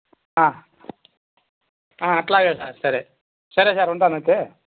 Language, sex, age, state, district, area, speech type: Telugu, male, 60+, Andhra Pradesh, Bapatla, urban, conversation